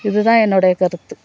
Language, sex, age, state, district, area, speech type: Tamil, female, 30-45, Tamil Nadu, Nagapattinam, urban, spontaneous